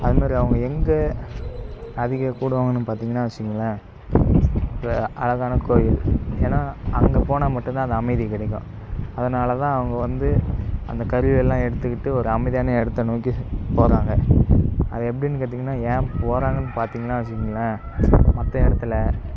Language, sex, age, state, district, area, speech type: Tamil, male, 18-30, Tamil Nadu, Kallakurichi, rural, spontaneous